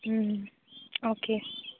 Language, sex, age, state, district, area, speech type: Goan Konkani, female, 18-30, Goa, Tiswadi, rural, conversation